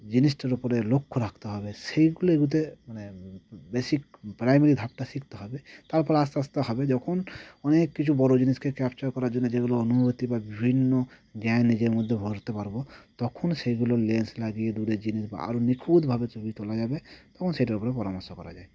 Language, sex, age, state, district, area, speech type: Bengali, male, 30-45, West Bengal, Cooch Behar, urban, spontaneous